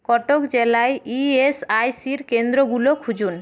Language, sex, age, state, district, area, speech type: Bengali, female, 18-30, West Bengal, Paschim Bardhaman, urban, read